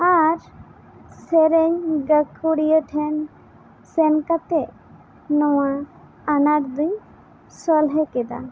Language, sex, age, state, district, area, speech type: Santali, female, 18-30, West Bengal, Bankura, rural, spontaneous